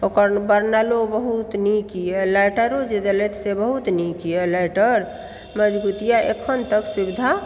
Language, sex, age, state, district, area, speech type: Maithili, female, 60+, Bihar, Supaul, rural, spontaneous